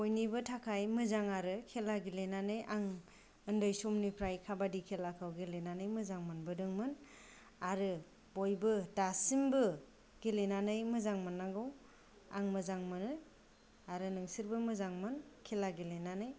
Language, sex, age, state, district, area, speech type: Bodo, female, 18-30, Assam, Kokrajhar, rural, spontaneous